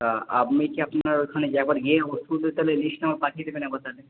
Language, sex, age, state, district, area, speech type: Bengali, male, 18-30, West Bengal, Purba Bardhaman, urban, conversation